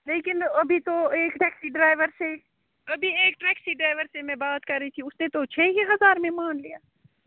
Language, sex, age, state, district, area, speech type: Urdu, female, 30-45, Jammu and Kashmir, Srinagar, urban, conversation